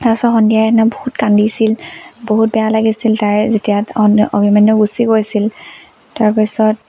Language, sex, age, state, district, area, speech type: Assamese, female, 18-30, Assam, Tinsukia, urban, spontaneous